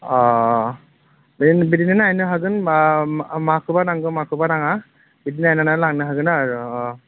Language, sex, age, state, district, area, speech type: Bodo, male, 18-30, Assam, Udalguri, urban, conversation